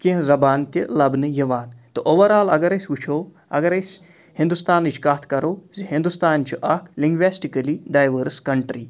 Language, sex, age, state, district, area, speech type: Kashmiri, male, 45-60, Jammu and Kashmir, Srinagar, urban, spontaneous